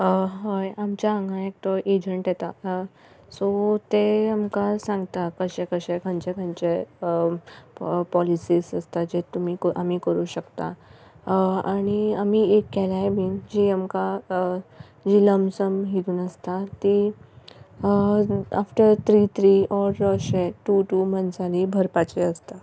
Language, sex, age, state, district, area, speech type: Goan Konkani, female, 18-30, Goa, Ponda, rural, spontaneous